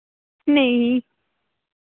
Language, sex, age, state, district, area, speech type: Dogri, female, 18-30, Jammu and Kashmir, Samba, rural, conversation